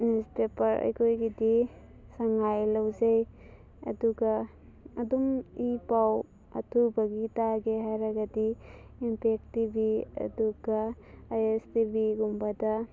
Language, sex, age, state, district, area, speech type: Manipuri, female, 18-30, Manipur, Thoubal, rural, spontaneous